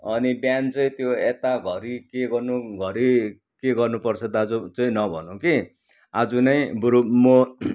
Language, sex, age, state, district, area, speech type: Nepali, male, 60+, West Bengal, Kalimpong, rural, spontaneous